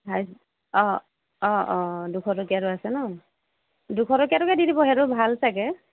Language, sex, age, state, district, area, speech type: Assamese, female, 30-45, Assam, Lakhimpur, rural, conversation